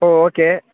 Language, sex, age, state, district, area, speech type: Tamil, male, 18-30, Tamil Nadu, Thanjavur, rural, conversation